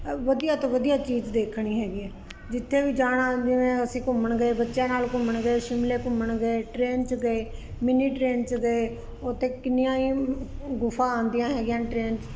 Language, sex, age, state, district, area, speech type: Punjabi, female, 60+, Punjab, Ludhiana, urban, spontaneous